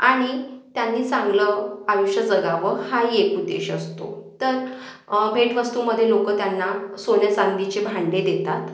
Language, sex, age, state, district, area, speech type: Marathi, female, 18-30, Maharashtra, Akola, urban, spontaneous